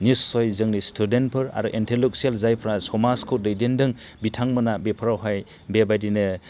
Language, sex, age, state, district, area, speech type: Bodo, male, 45-60, Assam, Chirang, rural, spontaneous